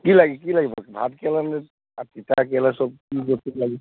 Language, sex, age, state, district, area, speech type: Assamese, male, 30-45, Assam, Nagaon, rural, conversation